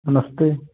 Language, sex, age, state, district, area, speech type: Hindi, male, 30-45, Uttar Pradesh, Ayodhya, rural, conversation